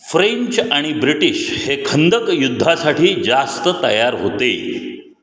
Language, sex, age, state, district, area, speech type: Marathi, male, 45-60, Maharashtra, Satara, urban, read